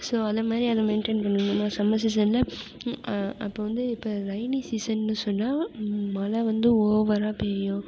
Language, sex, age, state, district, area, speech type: Tamil, female, 18-30, Tamil Nadu, Mayiladuthurai, urban, spontaneous